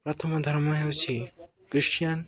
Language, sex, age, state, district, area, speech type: Odia, male, 18-30, Odisha, Koraput, urban, spontaneous